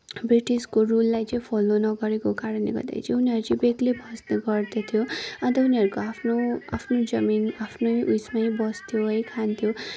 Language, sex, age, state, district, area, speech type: Nepali, female, 18-30, West Bengal, Kalimpong, rural, spontaneous